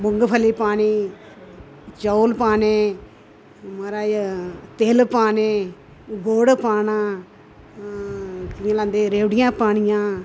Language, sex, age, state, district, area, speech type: Dogri, female, 60+, Jammu and Kashmir, Udhampur, rural, spontaneous